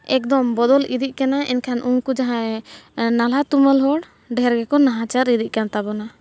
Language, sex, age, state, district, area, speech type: Santali, female, 18-30, Jharkhand, East Singhbhum, rural, spontaneous